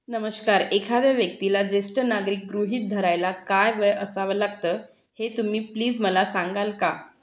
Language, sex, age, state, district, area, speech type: Marathi, female, 30-45, Maharashtra, Bhandara, urban, read